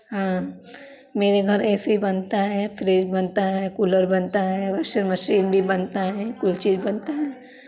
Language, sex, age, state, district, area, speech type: Hindi, female, 18-30, Uttar Pradesh, Chandauli, rural, spontaneous